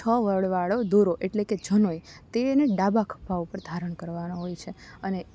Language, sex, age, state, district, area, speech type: Gujarati, female, 18-30, Gujarat, Rajkot, urban, spontaneous